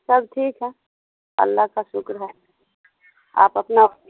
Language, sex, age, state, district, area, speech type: Urdu, female, 60+, Bihar, Khagaria, rural, conversation